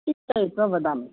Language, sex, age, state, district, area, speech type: Sanskrit, female, 45-60, Karnataka, Dakshina Kannada, urban, conversation